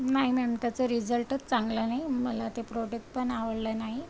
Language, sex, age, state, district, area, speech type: Marathi, female, 45-60, Maharashtra, Akola, rural, spontaneous